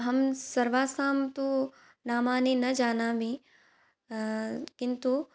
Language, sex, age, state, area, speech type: Sanskrit, female, 18-30, Assam, rural, spontaneous